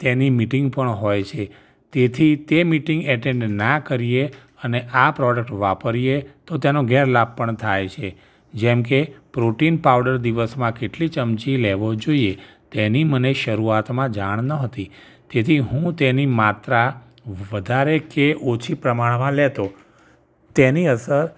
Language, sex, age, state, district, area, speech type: Gujarati, male, 45-60, Gujarat, Ahmedabad, urban, spontaneous